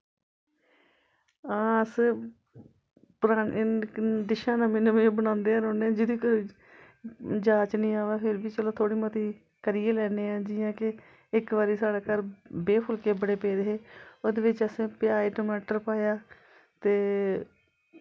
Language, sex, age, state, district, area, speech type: Dogri, female, 45-60, Jammu and Kashmir, Samba, urban, spontaneous